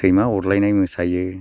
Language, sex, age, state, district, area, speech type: Bodo, male, 45-60, Assam, Baksa, rural, spontaneous